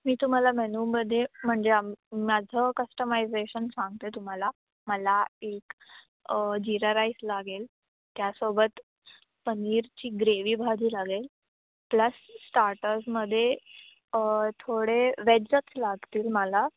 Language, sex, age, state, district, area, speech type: Marathi, female, 18-30, Maharashtra, Mumbai Suburban, urban, conversation